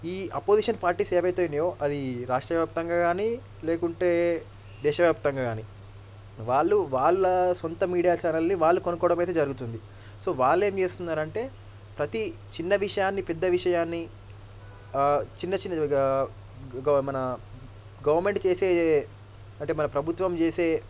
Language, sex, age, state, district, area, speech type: Telugu, male, 18-30, Telangana, Medak, rural, spontaneous